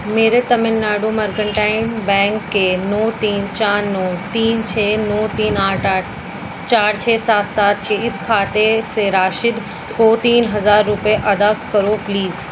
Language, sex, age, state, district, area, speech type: Urdu, female, 18-30, Delhi, East Delhi, urban, read